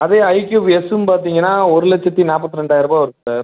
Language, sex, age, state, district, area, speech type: Tamil, male, 30-45, Tamil Nadu, Pudukkottai, rural, conversation